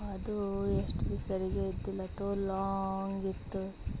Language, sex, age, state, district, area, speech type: Kannada, female, 30-45, Karnataka, Bidar, urban, spontaneous